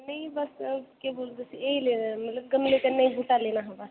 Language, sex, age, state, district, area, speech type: Dogri, female, 18-30, Jammu and Kashmir, Kathua, rural, conversation